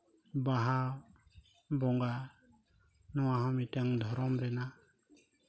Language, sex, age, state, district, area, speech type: Santali, male, 30-45, West Bengal, Purulia, rural, spontaneous